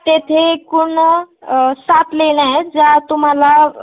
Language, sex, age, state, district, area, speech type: Marathi, female, 18-30, Maharashtra, Osmanabad, rural, conversation